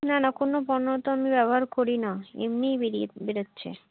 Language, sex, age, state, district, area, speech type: Bengali, female, 30-45, West Bengal, South 24 Parganas, rural, conversation